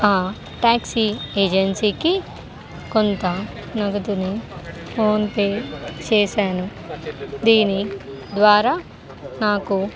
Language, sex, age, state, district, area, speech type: Telugu, female, 18-30, Telangana, Khammam, urban, spontaneous